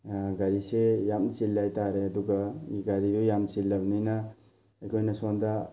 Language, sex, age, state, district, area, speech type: Manipuri, male, 18-30, Manipur, Thoubal, rural, spontaneous